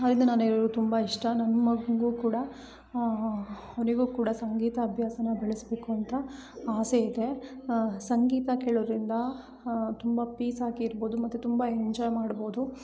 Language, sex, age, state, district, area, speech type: Kannada, female, 30-45, Karnataka, Chikkamagaluru, rural, spontaneous